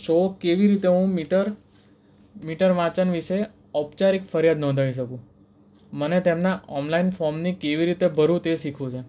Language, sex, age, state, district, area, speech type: Gujarati, male, 18-30, Gujarat, Anand, urban, spontaneous